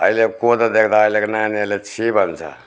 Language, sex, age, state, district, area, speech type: Nepali, male, 60+, West Bengal, Darjeeling, rural, spontaneous